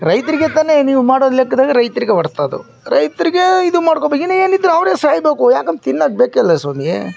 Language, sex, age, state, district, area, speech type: Kannada, male, 45-60, Karnataka, Vijayanagara, rural, spontaneous